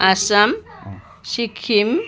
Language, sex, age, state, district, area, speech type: Nepali, female, 60+, West Bengal, Jalpaiguri, urban, spontaneous